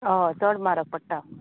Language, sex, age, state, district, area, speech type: Goan Konkani, female, 30-45, Goa, Canacona, rural, conversation